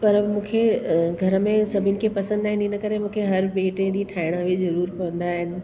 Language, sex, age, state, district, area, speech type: Sindhi, female, 45-60, Delhi, South Delhi, urban, spontaneous